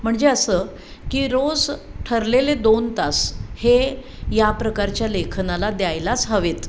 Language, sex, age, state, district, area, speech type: Marathi, female, 60+, Maharashtra, Sangli, urban, spontaneous